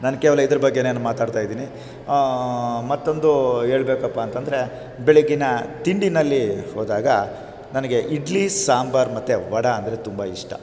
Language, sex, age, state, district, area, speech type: Kannada, male, 45-60, Karnataka, Chamarajanagar, rural, spontaneous